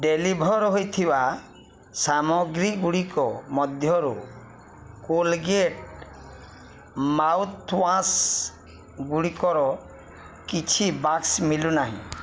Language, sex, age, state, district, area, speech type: Odia, male, 45-60, Odisha, Balangir, urban, read